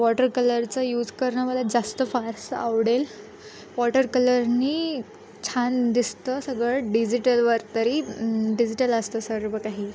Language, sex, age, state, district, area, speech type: Marathi, female, 18-30, Maharashtra, Nanded, rural, spontaneous